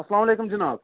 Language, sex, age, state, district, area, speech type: Kashmiri, male, 18-30, Jammu and Kashmir, Budgam, rural, conversation